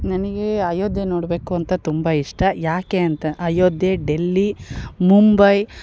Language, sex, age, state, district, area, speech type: Kannada, female, 30-45, Karnataka, Chikkamagaluru, rural, spontaneous